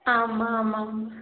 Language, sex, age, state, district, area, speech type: Tamil, female, 18-30, Tamil Nadu, Tirunelveli, urban, conversation